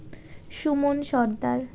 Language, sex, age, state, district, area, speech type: Bengali, female, 18-30, West Bengal, Birbhum, urban, spontaneous